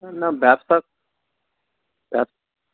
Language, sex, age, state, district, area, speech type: Bengali, male, 30-45, West Bengal, Purulia, urban, conversation